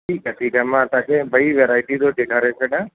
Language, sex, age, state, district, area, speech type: Sindhi, male, 45-60, Uttar Pradesh, Lucknow, rural, conversation